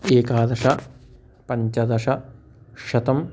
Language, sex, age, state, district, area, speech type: Sanskrit, male, 30-45, Telangana, Hyderabad, urban, spontaneous